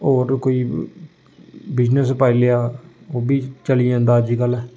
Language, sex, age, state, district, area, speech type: Dogri, male, 18-30, Jammu and Kashmir, Samba, urban, spontaneous